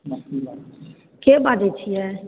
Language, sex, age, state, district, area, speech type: Maithili, female, 30-45, Bihar, Supaul, urban, conversation